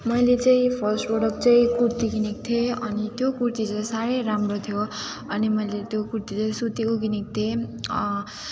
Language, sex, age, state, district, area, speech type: Nepali, female, 18-30, West Bengal, Jalpaiguri, rural, spontaneous